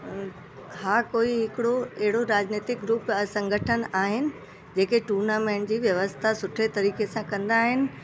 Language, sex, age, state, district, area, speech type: Sindhi, female, 60+, Uttar Pradesh, Lucknow, urban, spontaneous